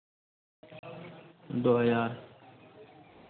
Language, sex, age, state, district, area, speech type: Hindi, male, 30-45, Bihar, Vaishali, urban, conversation